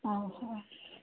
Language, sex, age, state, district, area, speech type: Odia, female, 45-60, Odisha, Angul, rural, conversation